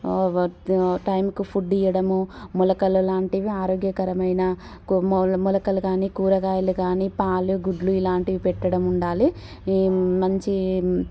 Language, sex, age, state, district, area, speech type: Telugu, female, 30-45, Telangana, Warangal, urban, spontaneous